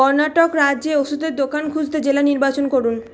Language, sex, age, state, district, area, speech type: Bengali, female, 18-30, West Bengal, Purba Bardhaman, urban, read